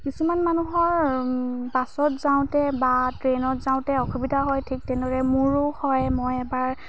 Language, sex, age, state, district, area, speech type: Assamese, female, 30-45, Assam, Charaideo, urban, spontaneous